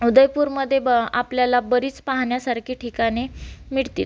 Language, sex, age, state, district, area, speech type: Marathi, female, 18-30, Maharashtra, Amravati, rural, spontaneous